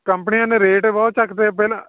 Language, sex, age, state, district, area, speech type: Punjabi, male, 45-60, Punjab, Fatehgarh Sahib, urban, conversation